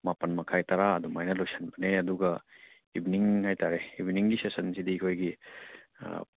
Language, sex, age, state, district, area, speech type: Manipuri, male, 30-45, Manipur, Churachandpur, rural, conversation